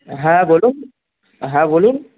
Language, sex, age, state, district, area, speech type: Bengali, male, 18-30, West Bengal, Darjeeling, urban, conversation